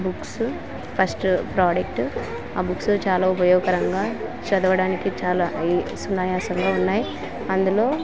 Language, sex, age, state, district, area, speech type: Telugu, female, 30-45, Andhra Pradesh, Kurnool, rural, spontaneous